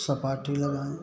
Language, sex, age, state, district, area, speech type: Hindi, male, 60+, Uttar Pradesh, Jaunpur, rural, spontaneous